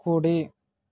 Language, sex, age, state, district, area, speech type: Telugu, male, 30-45, Andhra Pradesh, Kakinada, rural, read